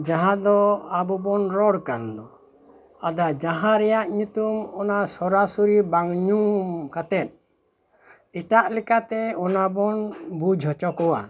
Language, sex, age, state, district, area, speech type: Santali, male, 60+, West Bengal, Bankura, rural, spontaneous